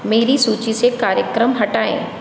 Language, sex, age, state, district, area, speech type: Hindi, female, 60+, Rajasthan, Jodhpur, urban, read